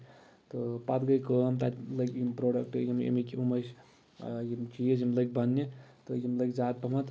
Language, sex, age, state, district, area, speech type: Kashmiri, male, 30-45, Jammu and Kashmir, Shopian, rural, spontaneous